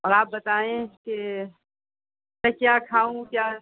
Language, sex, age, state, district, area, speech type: Urdu, female, 45-60, Uttar Pradesh, Rampur, urban, conversation